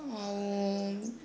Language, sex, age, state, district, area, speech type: Odia, female, 45-60, Odisha, Kandhamal, rural, spontaneous